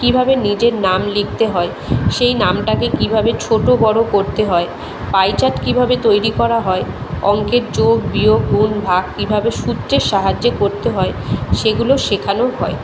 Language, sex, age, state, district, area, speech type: Bengali, female, 30-45, West Bengal, Kolkata, urban, spontaneous